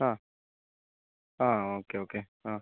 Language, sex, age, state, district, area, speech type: Malayalam, male, 45-60, Kerala, Kozhikode, urban, conversation